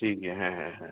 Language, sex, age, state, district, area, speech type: Bengali, male, 18-30, West Bengal, Kolkata, urban, conversation